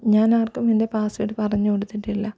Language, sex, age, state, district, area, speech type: Malayalam, female, 30-45, Kerala, Thiruvananthapuram, rural, spontaneous